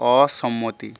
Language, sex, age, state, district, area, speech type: Bengali, male, 18-30, West Bengal, Paschim Medinipur, rural, read